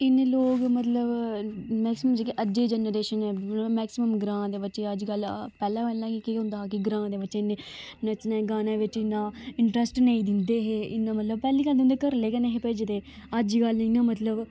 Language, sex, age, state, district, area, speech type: Dogri, female, 18-30, Jammu and Kashmir, Udhampur, rural, spontaneous